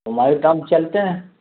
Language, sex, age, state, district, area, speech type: Urdu, male, 30-45, Delhi, New Delhi, urban, conversation